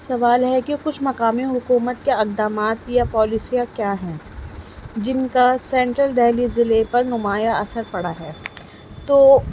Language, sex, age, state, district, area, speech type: Urdu, female, 18-30, Delhi, Central Delhi, urban, spontaneous